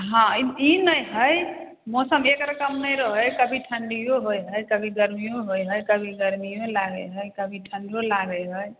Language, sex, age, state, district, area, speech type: Maithili, female, 30-45, Bihar, Samastipur, rural, conversation